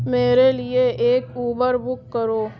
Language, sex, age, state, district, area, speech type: Urdu, female, 60+, Uttar Pradesh, Lucknow, rural, read